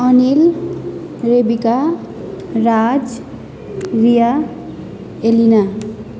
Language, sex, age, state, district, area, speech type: Nepali, female, 18-30, West Bengal, Jalpaiguri, rural, spontaneous